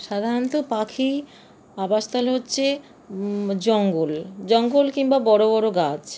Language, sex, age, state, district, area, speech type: Bengali, female, 45-60, West Bengal, Howrah, urban, spontaneous